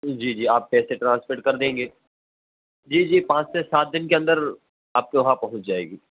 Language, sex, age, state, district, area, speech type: Urdu, male, 18-30, Uttar Pradesh, Saharanpur, urban, conversation